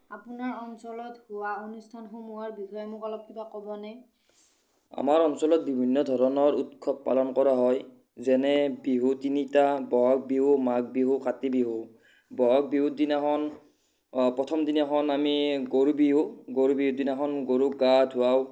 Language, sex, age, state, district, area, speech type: Assamese, female, 60+, Assam, Kamrup Metropolitan, urban, spontaneous